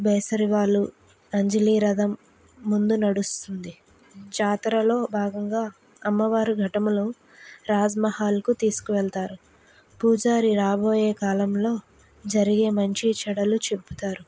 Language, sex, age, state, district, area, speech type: Telugu, female, 30-45, Andhra Pradesh, Vizianagaram, rural, spontaneous